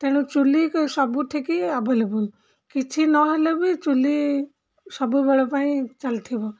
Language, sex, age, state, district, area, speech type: Odia, female, 45-60, Odisha, Rayagada, rural, spontaneous